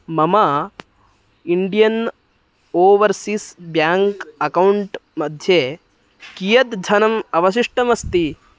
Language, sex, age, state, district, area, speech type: Sanskrit, male, 18-30, Karnataka, Uttara Kannada, rural, read